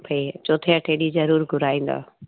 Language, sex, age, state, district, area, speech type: Sindhi, female, 60+, Gujarat, Surat, urban, conversation